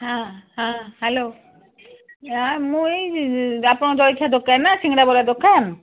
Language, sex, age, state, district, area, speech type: Odia, female, 60+, Odisha, Gajapati, rural, conversation